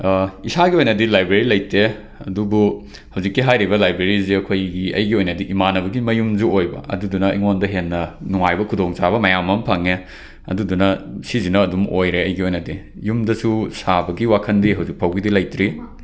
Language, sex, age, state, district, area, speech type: Manipuri, male, 18-30, Manipur, Imphal West, rural, spontaneous